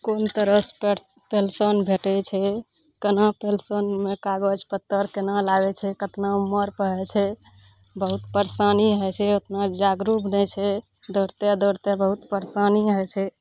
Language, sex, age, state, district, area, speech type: Maithili, female, 30-45, Bihar, Araria, rural, spontaneous